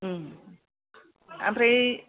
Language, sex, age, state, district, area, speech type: Bodo, female, 60+, Assam, Kokrajhar, rural, conversation